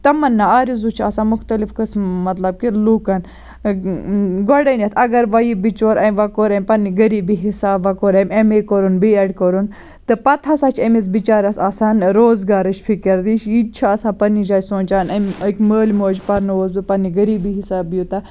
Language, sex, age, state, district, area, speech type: Kashmiri, female, 18-30, Jammu and Kashmir, Baramulla, rural, spontaneous